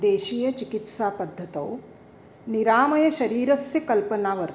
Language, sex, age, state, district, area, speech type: Sanskrit, female, 45-60, Maharashtra, Nagpur, urban, spontaneous